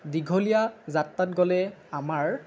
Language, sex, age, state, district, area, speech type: Assamese, male, 18-30, Assam, Lakhimpur, rural, spontaneous